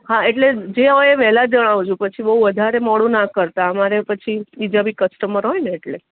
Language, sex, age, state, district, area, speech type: Gujarati, female, 30-45, Gujarat, Ahmedabad, urban, conversation